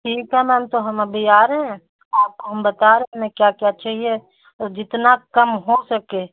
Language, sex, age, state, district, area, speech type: Hindi, female, 45-60, Uttar Pradesh, Hardoi, rural, conversation